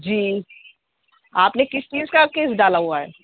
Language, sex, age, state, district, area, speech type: Urdu, female, 30-45, Uttar Pradesh, Muzaffarnagar, urban, conversation